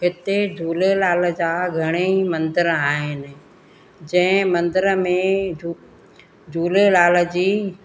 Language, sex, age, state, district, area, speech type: Sindhi, female, 45-60, Madhya Pradesh, Katni, urban, spontaneous